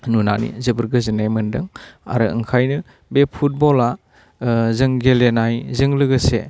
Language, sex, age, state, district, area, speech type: Bodo, male, 30-45, Assam, Udalguri, rural, spontaneous